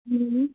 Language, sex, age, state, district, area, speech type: Gujarati, female, 18-30, Gujarat, Morbi, urban, conversation